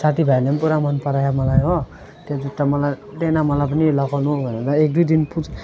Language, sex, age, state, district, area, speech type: Nepali, male, 18-30, West Bengal, Alipurduar, rural, spontaneous